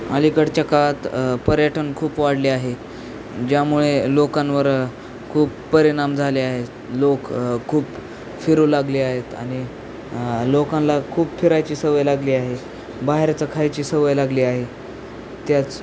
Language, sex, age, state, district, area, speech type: Marathi, male, 18-30, Maharashtra, Osmanabad, rural, spontaneous